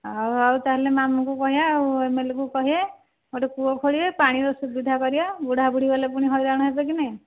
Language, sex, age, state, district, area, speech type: Odia, female, 45-60, Odisha, Nayagarh, rural, conversation